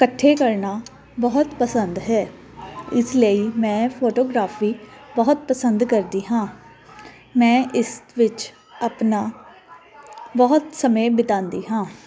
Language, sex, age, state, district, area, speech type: Punjabi, female, 30-45, Punjab, Jalandhar, urban, spontaneous